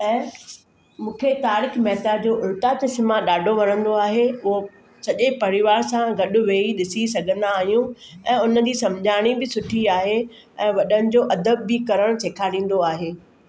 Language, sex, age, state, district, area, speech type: Sindhi, female, 60+, Maharashtra, Mumbai Suburban, urban, spontaneous